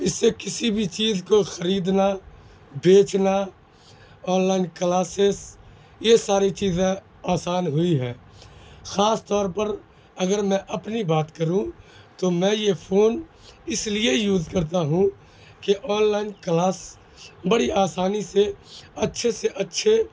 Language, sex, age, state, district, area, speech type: Urdu, male, 18-30, Bihar, Madhubani, rural, spontaneous